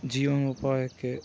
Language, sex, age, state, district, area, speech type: Kannada, male, 18-30, Karnataka, Davanagere, urban, spontaneous